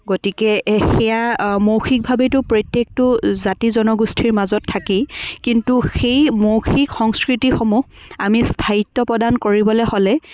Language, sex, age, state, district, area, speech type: Assamese, female, 30-45, Assam, Dibrugarh, rural, spontaneous